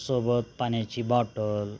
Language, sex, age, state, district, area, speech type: Marathi, male, 45-60, Maharashtra, Osmanabad, rural, spontaneous